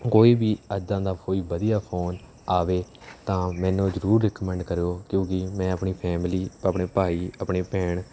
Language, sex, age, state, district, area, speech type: Punjabi, male, 18-30, Punjab, Kapurthala, urban, spontaneous